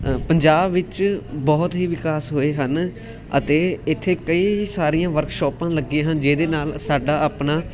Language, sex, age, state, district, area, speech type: Punjabi, male, 18-30, Punjab, Ludhiana, urban, spontaneous